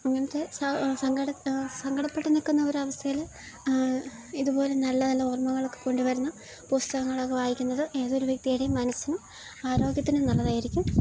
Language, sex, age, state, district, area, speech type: Malayalam, female, 18-30, Kerala, Idukki, rural, spontaneous